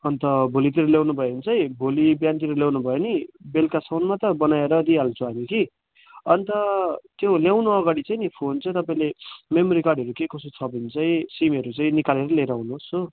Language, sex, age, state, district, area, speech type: Nepali, male, 60+, West Bengal, Darjeeling, rural, conversation